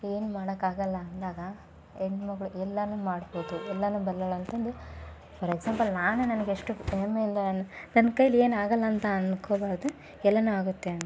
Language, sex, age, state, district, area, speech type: Kannada, female, 18-30, Karnataka, Koppal, rural, spontaneous